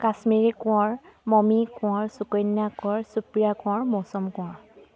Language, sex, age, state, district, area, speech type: Assamese, female, 30-45, Assam, Dibrugarh, rural, spontaneous